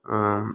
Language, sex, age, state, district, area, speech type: Bodo, male, 45-60, Assam, Kokrajhar, rural, spontaneous